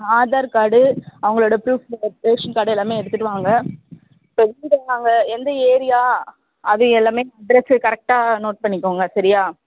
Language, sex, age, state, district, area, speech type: Tamil, female, 30-45, Tamil Nadu, Tiruvallur, urban, conversation